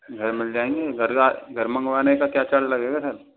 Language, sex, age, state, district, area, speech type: Hindi, male, 60+, Rajasthan, Karauli, rural, conversation